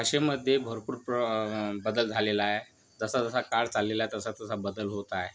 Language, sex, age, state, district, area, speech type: Marathi, male, 30-45, Maharashtra, Yavatmal, rural, spontaneous